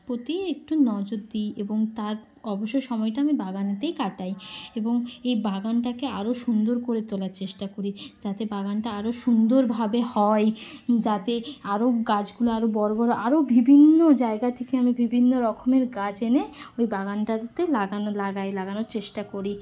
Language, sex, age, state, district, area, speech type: Bengali, female, 18-30, West Bengal, Bankura, urban, spontaneous